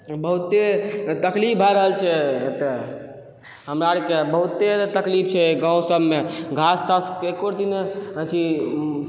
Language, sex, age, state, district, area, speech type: Maithili, male, 18-30, Bihar, Purnia, rural, spontaneous